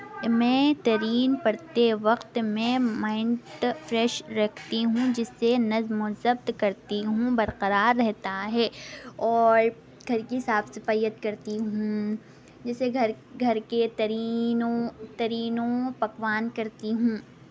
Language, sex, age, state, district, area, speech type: Urdu, female, 18-30, Telangana, Hyderabad, urban, spontaneous